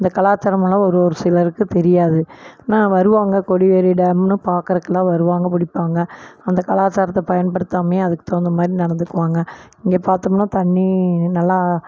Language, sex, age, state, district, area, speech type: Tamil, female, 45-60, Tamil Nadu, Erode, rural, spontaneous